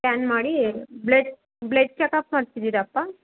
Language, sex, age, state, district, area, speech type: Kannada, female, 60+, Karnataka, Kolar, rural, conversation